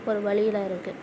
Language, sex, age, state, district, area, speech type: Tamil, female, 18-30, Tamil Nadu, Tiruppur, urban, spontaneous